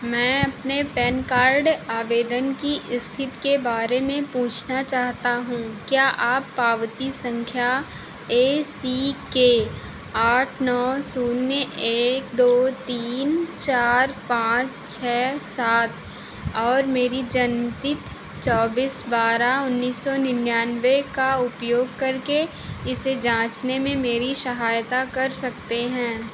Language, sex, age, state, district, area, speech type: Hindi, female, 45-60, Uttar Pradesh, Ayodhya, rural, read